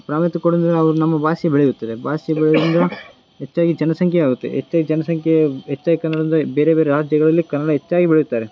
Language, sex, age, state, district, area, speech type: Kannada, male, 18-30, Karnataka, Koppal, rural, spontaneous